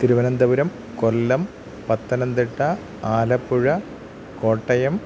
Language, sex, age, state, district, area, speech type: Malayalam, male, 45-60, Kerala, Thiruvananthapuram, rural, spontaneous